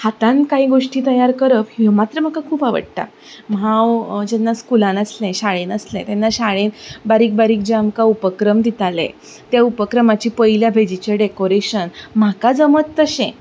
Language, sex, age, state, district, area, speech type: Goan Konkani, female, 30-45, Goa, Ponda, rural, spontaneous